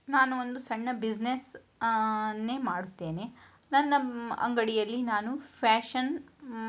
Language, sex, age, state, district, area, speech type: Kannada, female, 60+, Karnataka, Shimoga, rural, spontaneous